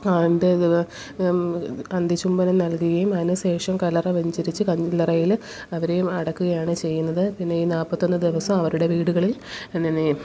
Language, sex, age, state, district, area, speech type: Malayalam, female, 30-45, Kerala, Kollam, rural, spontaneous